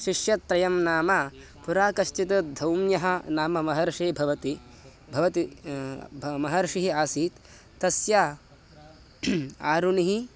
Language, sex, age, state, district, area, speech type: Sanskrit, male, 18-30, Karnataka, Mysore, rural, spontaneous